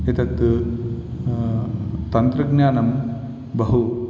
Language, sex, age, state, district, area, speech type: Sanskrit, male, 18-30, Telangana, Vikarabad, urban, spontaneous